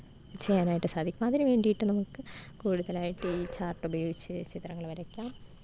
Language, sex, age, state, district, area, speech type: Malayalam, female, 18-30, Kerala, Thiruvananthapuram, rural, spontaneous